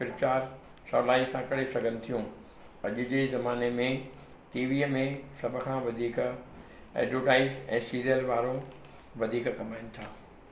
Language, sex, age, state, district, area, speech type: Sindhi, male, 60+, Maharashtra, Mumbai Suburban, urban, spontaneous